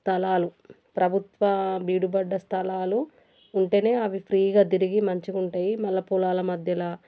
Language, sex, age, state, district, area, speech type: Telugu, female, 30-45, Telangana, Warangal, rural, spontaneous